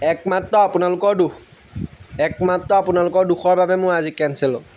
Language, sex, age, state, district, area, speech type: Assamese, male, 18-30, Assam, Jorhat, urban, spontaneous